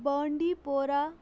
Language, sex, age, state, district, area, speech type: Kashmiri, female, 60+, Jammu and Kashmir, Bandipora, rural, spontaneous